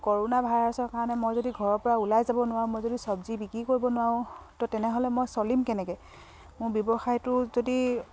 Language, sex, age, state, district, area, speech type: Assamese, female, 45-60, Assam, Dibrugarh, rural, spontaneous